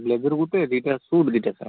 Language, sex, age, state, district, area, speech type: Odia, male, 18-30, Odisha, Balasore, rural, conversation